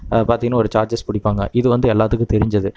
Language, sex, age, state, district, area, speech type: Tamil, male, 30-45, Tamil Nadu, Namakkal, rural, spontaneous